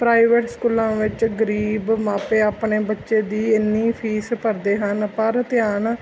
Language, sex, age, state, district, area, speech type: Punjabi, female, 30-45, Punjab, Mansa, urban, spontaneous